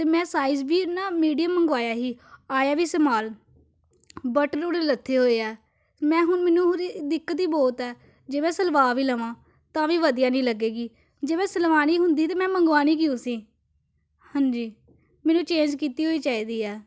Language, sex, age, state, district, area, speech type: Punjabi, female, 18-30, Punjab, Amritsar, urban, spontaneous